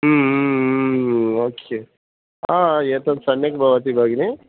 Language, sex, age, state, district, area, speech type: Sanskrit, male, 30-45, Telangana, Hyderabad, urban, conversation